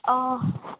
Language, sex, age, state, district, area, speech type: Odia, female, 18-30, Odisha, Nabarangpur, urban, conversation